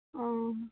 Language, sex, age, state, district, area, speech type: Santali, female, 18-30, West Bengal, Birbhum, rural, conversation